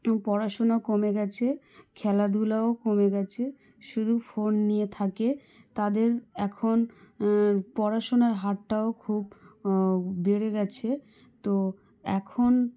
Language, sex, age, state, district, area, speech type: Bengali, female, 18-30, West Bengal, South 24 Parganas, rural, spontaneous